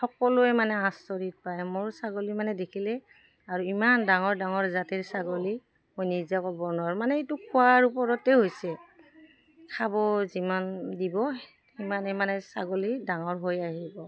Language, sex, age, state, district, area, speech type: Assamese, female, 45-60, Assam, Udalguri, rural, spontaneous